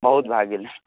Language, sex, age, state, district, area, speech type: Maithili, male, 18-30, Bihar, Saharsa, rural, conversation